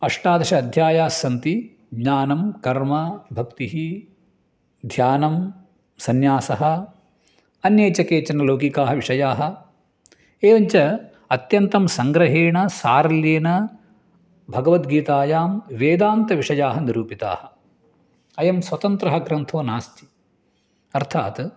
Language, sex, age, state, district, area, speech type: Sanskrit, male, 45-60, Karnataka, Uttara Kannada, urban, spontaneous